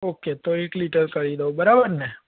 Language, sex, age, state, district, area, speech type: Gujarati, male, 18-30, Gujarat, Anand, urban, conversation